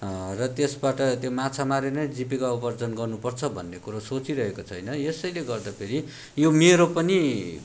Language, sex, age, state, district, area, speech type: Nepali, male, 30-45, West Bengal, Darjeeling, rural, spontaneous